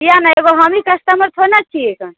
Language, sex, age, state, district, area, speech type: Maithili, female, 30-45, Bihar, Muzaffarpur, rural, conversation